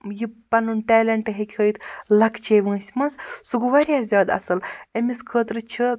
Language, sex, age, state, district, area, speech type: Kashmiri, male, 45-60, Jammu and Kashmir, Baramulla, rural, spontaneous